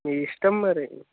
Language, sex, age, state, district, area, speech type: Telugu, male, 18-30, Telangana, Nirmal, rural, conversation